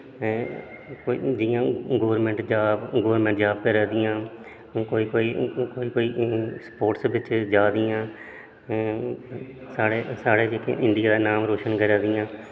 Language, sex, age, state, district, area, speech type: Dogri, male, 30-45, Jammu and Kashmir, Udhampur, urban, spontaneous